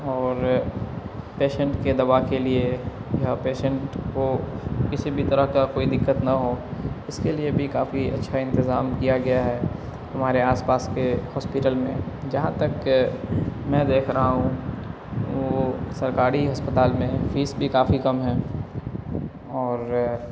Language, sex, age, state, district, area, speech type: Urdu, male, 18-30, Bihar, Darbhanga, urban, spontaneous